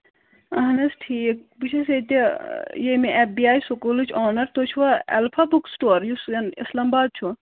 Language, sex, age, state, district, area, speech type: Kashmiri, female, 18-30, Jammu and Kashmir, Kulgam, rural, conversation